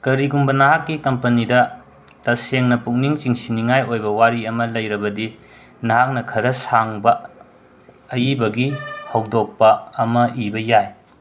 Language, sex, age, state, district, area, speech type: Manipuri, male, 45-60, Manipur, Imphal West, rural, read